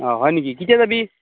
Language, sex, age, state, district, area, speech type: Assamese, male, 30-45, Assam, Darrang, rural, conversation